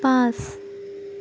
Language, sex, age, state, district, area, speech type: Assamese, female, 18-30, Assam, Jorhat, urban, read